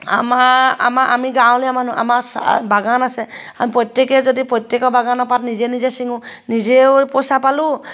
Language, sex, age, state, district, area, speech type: Assamese, female, 30-45, Assam, Sivasagar, rural, spontaneous